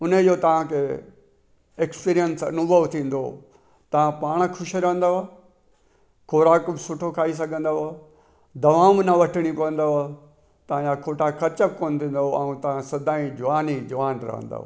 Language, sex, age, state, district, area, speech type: Sindhi, male, 60+, Gujarat, Junagadh, rural, spontaneous